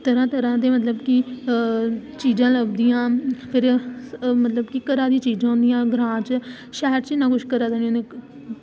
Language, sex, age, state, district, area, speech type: Dogri, female, 18-30, Jammu and Kashmir, Samba, rural, spontaneous